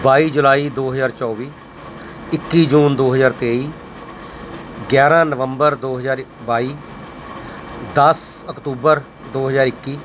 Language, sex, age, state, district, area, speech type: Punjabi, male, 45-60, Punjab, Mansa, urban, spontaneous